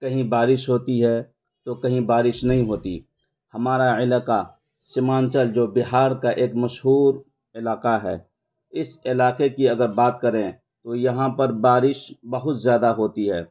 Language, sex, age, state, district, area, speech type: Urdu, male, 30-45, Bihar, Araria, rural, spontaneous